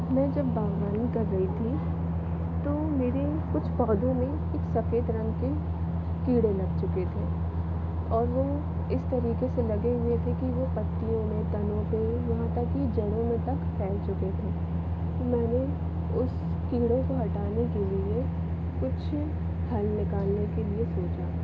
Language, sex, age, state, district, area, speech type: Hindi, female, 18-30, Madhya Pradesh, Jabalpur, urban, spontaneous